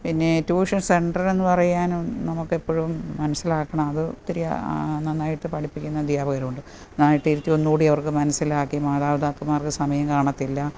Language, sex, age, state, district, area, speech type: Malayalam, female, 45-60, Kerala, Kottayam, urban, spontaneous